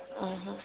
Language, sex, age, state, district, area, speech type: Odia, female, 18-30, Odisha, Sambalpur, rural, conversation